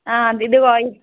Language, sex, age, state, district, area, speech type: Telugu, female, 30-45, Telangana, Suryapet, urban, conversation